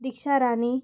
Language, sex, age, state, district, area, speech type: Goan Konkani, female, 18-30, Goa, Murmgao, urban, spontaneous